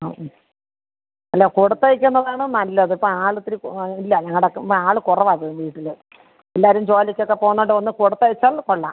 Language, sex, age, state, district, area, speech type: Malayalam, female, 45-60, Kerala, Thiruvananthapuram, rural, conversation